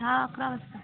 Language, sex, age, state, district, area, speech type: Marathi, female, 18-30, Maharashtra, Amravati, rural, conversation